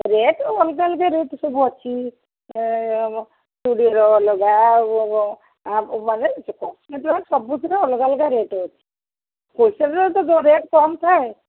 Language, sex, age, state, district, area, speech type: Odia, female, 60+, Odisha, Gajapati, rural, conversation